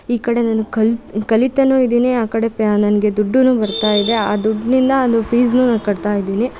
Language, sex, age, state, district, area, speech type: Kannada, female, 18-30, Karnataka, Mandya, rural, spontaneous